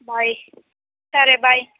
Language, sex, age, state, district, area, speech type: Telugu, female, 45-60, Andhra Pradesh, Srikakulam, rural, conversation